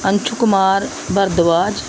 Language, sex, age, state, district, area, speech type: Punjabi, female, 45-60, Punjab, Pathankot, rural, spontaneous